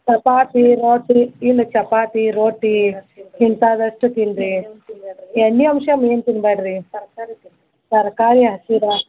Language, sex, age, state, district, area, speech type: Kannada, female, 60+, Karnataka, Belgaum, rural, conversation